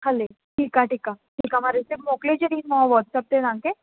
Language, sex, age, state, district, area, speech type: Sindhi, female, 18-30, Maharashtra, Thane, urban, conversation